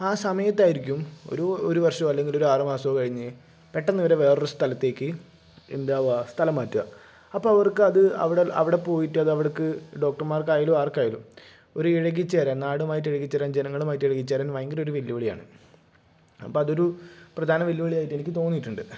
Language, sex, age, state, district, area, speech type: Malayalam, male, 18-30, Kerala, Kozhikode, urban, spontaneous